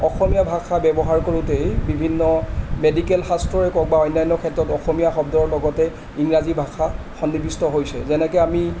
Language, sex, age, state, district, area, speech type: Assamese, male, 45-60, Assam, Charaideo, urban, spontaneous